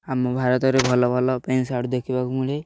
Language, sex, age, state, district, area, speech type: Odia, male, 18-30, Odisha, Ganjam, urban, spontaneous